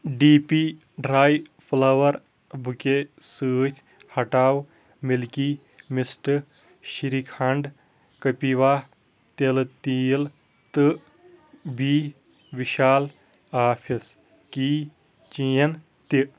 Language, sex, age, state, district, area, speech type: Kashmiri, male, 30-45, Jammu and Kashmir, Kulgam, rural, read